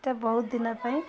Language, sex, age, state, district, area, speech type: Odia, female, 45-60, Odisha, Jagatsinghpur, rural, spontaneous